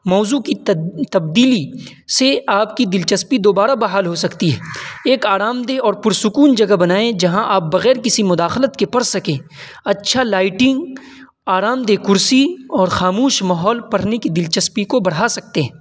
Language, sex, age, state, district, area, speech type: Urdu, male, 18-30, Uttar Pradesh, Saharanpur, urban, spontaneous